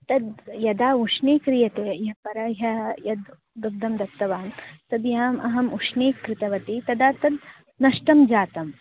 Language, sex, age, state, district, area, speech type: Sanskrit, female, 18-30, Karnataka, Dharwad, urban, conversation